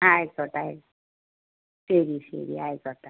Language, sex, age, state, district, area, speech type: Malayalam, female, 60+, Kerala, Ernakulam, rural, conversation